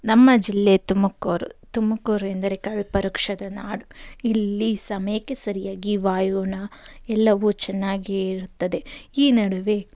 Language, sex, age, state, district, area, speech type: Kannada, female, 30-45, Karnataka, Tumkur, rural, spontaneous